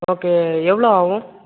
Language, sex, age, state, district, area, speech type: Tamil, male, 30-45, Tamil Nadu, Tiruvarur, rural, conversation